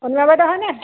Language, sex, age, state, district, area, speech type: Assamese, female, 45-60, Assam, Golaghat, urban, conversation